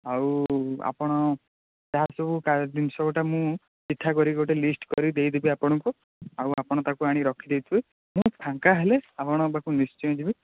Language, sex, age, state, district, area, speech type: Odia, male, 18-30, Odisha, Jagatsinghpur, rural, conversation